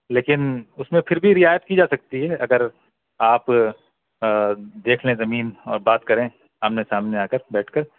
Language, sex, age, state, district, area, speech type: Urdu, male, 30-45, Bihar, Purnia, rural, conversation